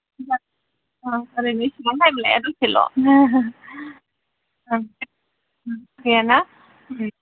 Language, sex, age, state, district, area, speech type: Bodo, female, 18-30, Assam, Kokrajhar, rural, conversation